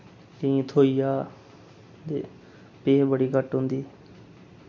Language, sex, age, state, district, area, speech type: Dogri, male, 30-45, Jammu and Kashmir, Reasi, rural, spontaneous